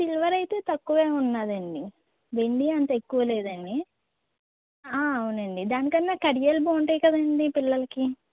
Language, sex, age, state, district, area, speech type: Telugu, female, 30-45, Andhra Pradesh, West Godavari, rural, conversation